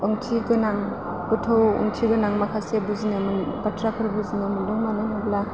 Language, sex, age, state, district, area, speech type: Bodo, female, 30-45, Assam, Chirang, urban, spontaneous